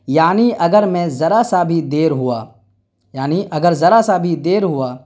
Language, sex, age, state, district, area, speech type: Urdu, male, 30-45, Bihar, Darbhanga, urban, spontaneous